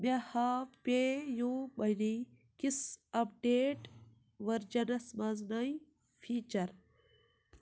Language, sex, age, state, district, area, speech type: Kashmiri, female, 18-30, Jammu and Kashmir, Ganderbal, rural, read